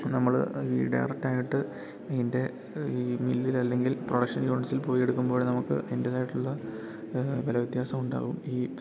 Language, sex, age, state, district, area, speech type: Malayalam, male, 18-30, Kerala, Idukki, rural, spontaneous